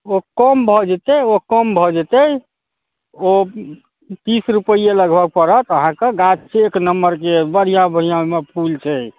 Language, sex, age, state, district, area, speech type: Maithili, male, 45-60, Bihar, Darbhanga, rural, conversation